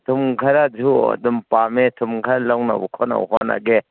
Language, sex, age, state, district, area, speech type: Manipuri, male, 60+, Manipur, Kangpokpi, urban, conversation